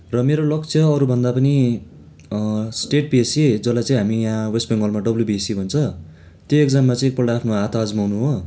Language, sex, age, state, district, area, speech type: Nepali, male, 18-30, West Bengal, Darjeeling, rural, spontaneous